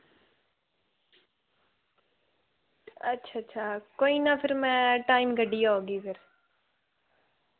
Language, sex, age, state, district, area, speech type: Dogri, female, 18-30, Jammu and Kashmir, Reasi, rural, conversation